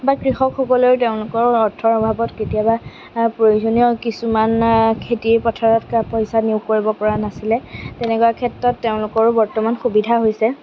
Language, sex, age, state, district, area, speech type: Assamese, female, 45-60, Assam, Darrang, rural, spontaneous